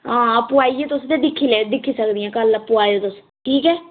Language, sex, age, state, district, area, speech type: Dogri, female, 18-30, Jammu and Kashmir, Udhampur, rural, conversation